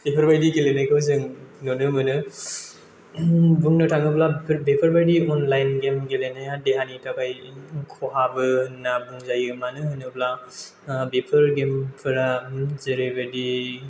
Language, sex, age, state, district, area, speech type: Bodo, male, 30-45, Assam, Chirang, rural, spontaneous